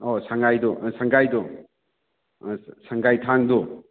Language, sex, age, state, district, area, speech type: Manipuri, male, 45-60, Manipur, Churachandpur, urban, conversation